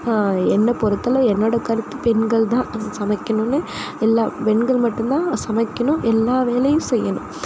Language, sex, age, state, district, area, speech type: Tamil, female, 45-60, Tamil Nadu, Sivaganga, rural, spontaneous